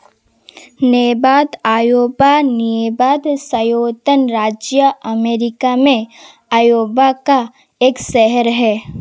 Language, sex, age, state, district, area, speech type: Hindi, female, 18-30, Madhya Pradesh, Seoni, urban, read